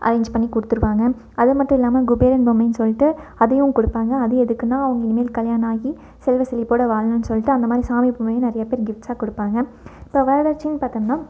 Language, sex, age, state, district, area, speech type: Tamil, female, 18-30, Tamil Nadu, Erode, urban, spontaneous